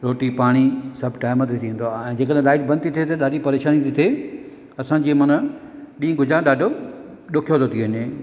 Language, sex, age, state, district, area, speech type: Sindhi, male, 45-60, Maharashtra, Thane, urban, spontaneous